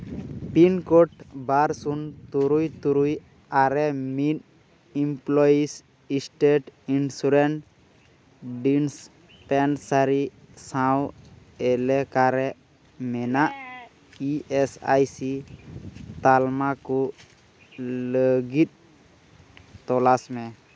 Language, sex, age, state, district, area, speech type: Santali, male, 18-30, West Bengal, Malda, rural, read